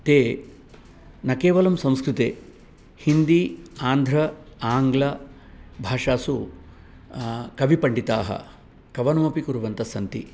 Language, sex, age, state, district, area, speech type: Sanskrit, male, 60+, Telangana, Peddapalli, urban, spontaneous